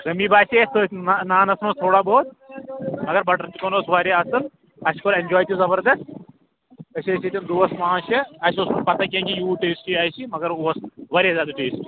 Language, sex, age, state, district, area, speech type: Kashmiri, male, 18-30, Jammu and Kashmir, Pulwama, urban, conversation